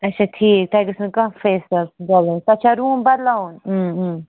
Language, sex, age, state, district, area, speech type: Kashmiri, female, 18-30, Jammu and Kashmir, Anantnag, rural, conversation